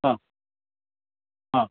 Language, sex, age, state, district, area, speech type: Malayalam, male, 45-60, Kerala, Alappuzha, urban, conversation